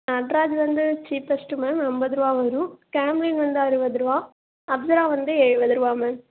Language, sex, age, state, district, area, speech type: Tamil, female, 18-30, Tamil Nadu, Nagapattinam, rural, conversation